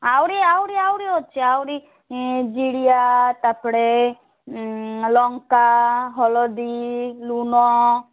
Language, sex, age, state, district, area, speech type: Odia, female, 30-45, Odisha, Malkangiri, urban, conversation